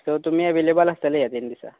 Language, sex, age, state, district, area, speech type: Goan Konkani, male, 18-30, Goa, Quepem, rural, conversation